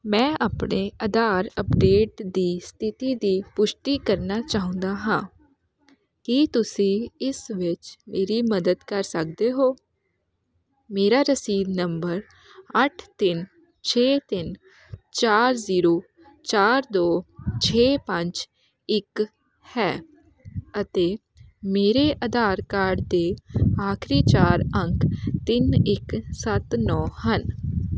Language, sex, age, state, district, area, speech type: Punjabi, female, 18-30, Punjab, Hoshiarpur, rural, read